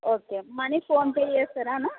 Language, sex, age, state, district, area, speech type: Telugu, female, 45-60, Andhra Pradesh, Kurnool, rural, conversation